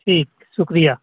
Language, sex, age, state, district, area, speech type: Urdu, male, 60+, Bihar, Gaya, rural, conversation